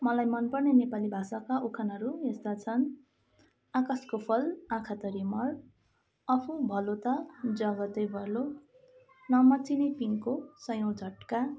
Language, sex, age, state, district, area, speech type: Nepali, female, 18-30, West Bengal, Darjeeling, rural, spontaneous